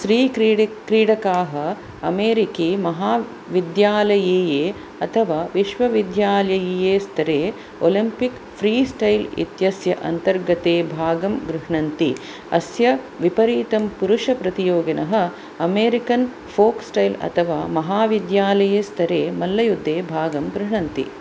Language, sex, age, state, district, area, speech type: Sanskrit, female, 45-60, Maharashtra, Pune, urban, read